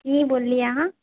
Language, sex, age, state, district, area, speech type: Maithili, female, 30-45, Bihar, Purnia, urban, conversation